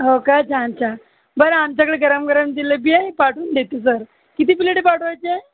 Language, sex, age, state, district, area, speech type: Marathi, female, 30-45, Maharashtra, Buldhana, rural, conversation